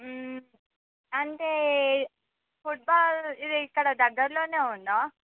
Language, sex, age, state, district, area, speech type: Telugu, female, 45-60, Andhra Pradesh, Visakhapatnam, urban, conversation